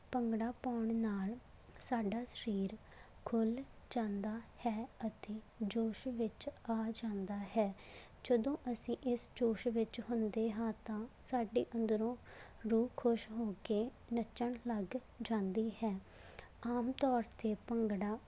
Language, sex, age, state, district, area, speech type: Punjabi, female, 18-30, Punjab, Faridkot, rural, spontaneous